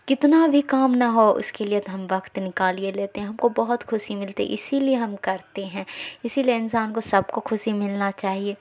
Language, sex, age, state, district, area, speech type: Urdu, female, 45-60, Bihar, Khagaria, rural, spontaneous